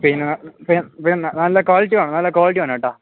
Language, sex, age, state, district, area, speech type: Malayalam, male, 18-30, Kerala, Kasaragod, rural, conversation